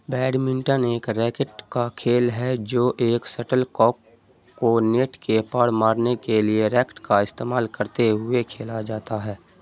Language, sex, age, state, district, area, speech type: Urdu, male, 18-30, Bihar, Saharsa, rural, read